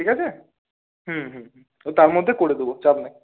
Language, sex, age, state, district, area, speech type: Bengali, male, 45-60, West Bengal, Bankura, urban, conversation